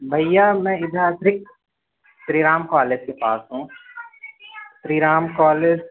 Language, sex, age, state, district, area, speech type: Hindi, male, 18-30, Madhya Pradesh, Jabalpur, urban, conversation